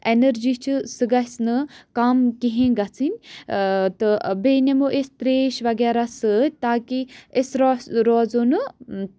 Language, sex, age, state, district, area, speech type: Kashmiri, female, 18-30, Jammu and Kashmir, Baramulla, rural, spontaneous